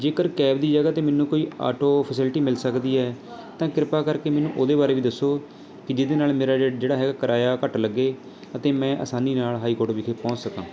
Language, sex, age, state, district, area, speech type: Punjabi, male, 30-45, Punjab, Mohali, urban, spontaneous